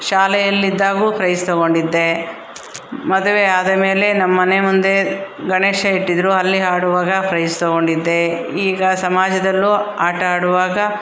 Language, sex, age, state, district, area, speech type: Kannada, female, 45-60, Karnataka, Bangalore Rural, rural, spontaneous